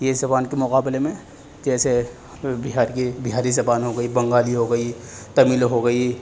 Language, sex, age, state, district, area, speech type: Urdu, male, 18-30, Delhi, East Delhi, rural, spontaneous